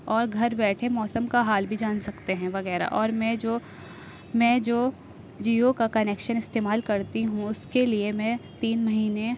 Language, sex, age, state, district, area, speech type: Urdu, female, 18-30, Delhi, North East Delhi, urban, spontaneous